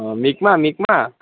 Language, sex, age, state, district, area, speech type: Assamese, male, 18-30, Assam, Udalguri, rural, conversation